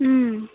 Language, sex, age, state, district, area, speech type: Manipuri, female, 18-30, Manipur, Chandel, rural, conversation